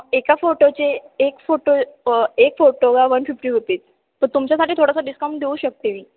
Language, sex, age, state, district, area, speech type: Marathi, female, 18-30, Maharashtra, Ahmednagar, rural, conversation